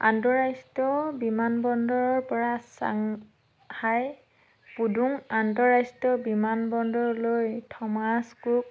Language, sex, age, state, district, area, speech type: Assamese, female, 30-45, Assam, Dhemaji, rural, read